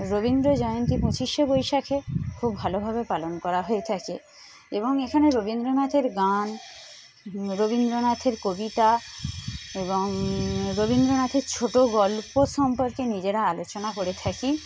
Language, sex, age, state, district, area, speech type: Bengali, female, 30-45, West Bengal, Paschim Medinipur, rural, spontaneous